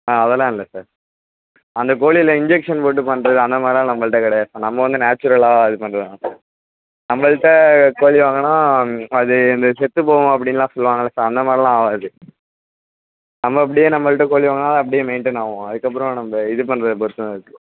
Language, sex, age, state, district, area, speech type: Tamil, male, 18-30, Tamil Nadu, Perambalur, urban, conversation